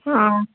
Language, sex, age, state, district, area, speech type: Punjabi, female, 30-45, Punjab, Amritsar, urban, conversation